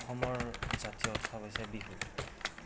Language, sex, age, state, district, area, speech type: Assamese, male, 18-30, Assam, Darrang, rural, spontaneous